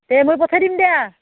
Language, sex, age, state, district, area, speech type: Assamese, female, 45-60, Assam, Barpeta, rural, conversation